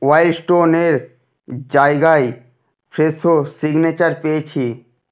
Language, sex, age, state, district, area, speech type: Bengali, male, 30-45, West Bengal, Nadia, rural, read